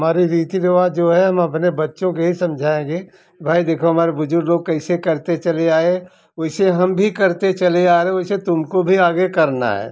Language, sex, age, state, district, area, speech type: Hindi, male, 60+, Uttar Pradesh, Jaunpur, rural, spontaneous